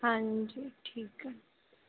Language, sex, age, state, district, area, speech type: Punjabi, female, 18-30, Punjab, Fazilka, rural, conversation